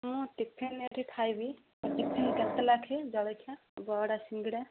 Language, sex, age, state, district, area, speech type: Odia, female, 45-60, Odisha, Gajapati, rural, conversation